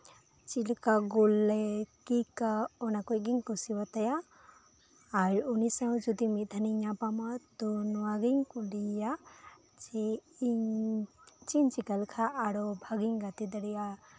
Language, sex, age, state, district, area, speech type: Santali, female, 18-30, West Bengal, Birbhum, rural, spontaneous